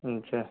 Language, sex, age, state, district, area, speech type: Hindi, male, 30-45, Rajasthan, Karauli, rural, conversation